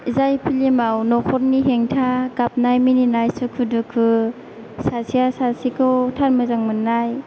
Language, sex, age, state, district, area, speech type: Bodo, female, 18-30, Assam, Chirang, rural, spontaneous